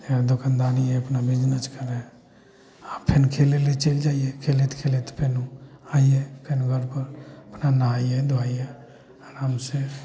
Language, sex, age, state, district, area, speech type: Maithili, male, 45-60, Bihar, Samastipur, rural, spontaneous